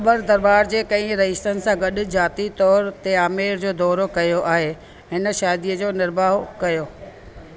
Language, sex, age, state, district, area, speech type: Sindhi, female, 45-60, Delhi, South Delhi, urban, read